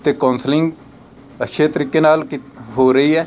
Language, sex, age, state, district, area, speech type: Punjabi, male, 45-60, Punjab, Amritsar, rural, spontaneous